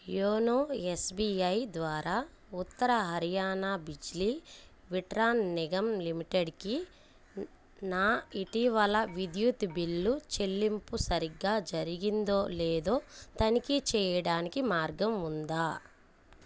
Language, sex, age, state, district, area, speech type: Telugu, female, 30-45, Andhra Pradesh, Bapatla, urban, read